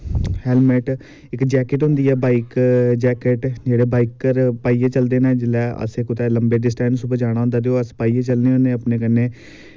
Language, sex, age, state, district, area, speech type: Dogri, male, 18-30, Jammu and Kashmir, Samba, urban, spontaneous